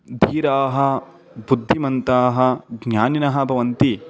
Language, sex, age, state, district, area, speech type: Sanskrit, male, 30-45, Telangana, Hyderabad, urban, spontaneous